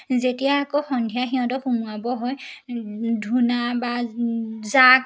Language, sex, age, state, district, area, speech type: Assamese, female, 18-30, Assam, Majuli, urban, spontaneous